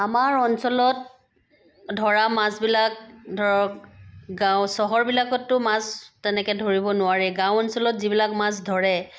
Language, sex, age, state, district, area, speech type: Assamese, female, 45-60, Assam, Sivasagar, rural, spontaneous